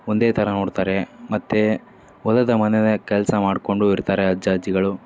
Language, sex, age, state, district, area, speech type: Kannada, male, 45-60, Karnataka, Davanagere, rural, spontaneous